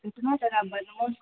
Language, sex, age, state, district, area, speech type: Maithili, female, 18-30, Bihar, Begusarai, urban, conversation